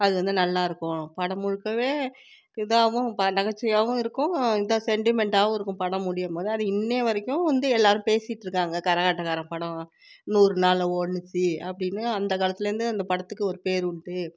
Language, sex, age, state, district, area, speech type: Tamil, female, 45-60, Tamil Nadu, Tiruvarur, rural, spontaneous